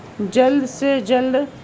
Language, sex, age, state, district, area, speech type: Urdu, male, 18-30, Uttar Pradesh, Gautam Buddha Nagar, urban, spontaneous